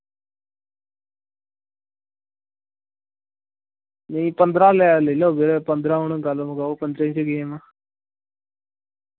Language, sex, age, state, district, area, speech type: Dogri, male, 18-30, Jammu and Kashmir, Samba, rural, conversation